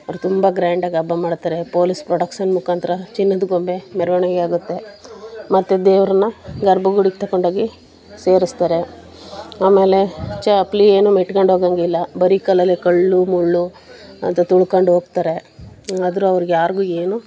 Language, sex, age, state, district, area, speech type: Kannada, female, 30-45, Karnataka, Mandya, rural, spontaneous